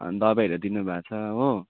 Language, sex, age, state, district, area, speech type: Nepali, male, 18-30, West Bengal, Kalimpong, rural, conversation